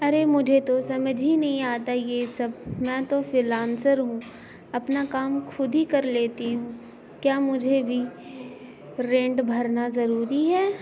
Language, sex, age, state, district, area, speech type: Urdu, female, 18-30, Bihar, Gaya, urban, spontaneous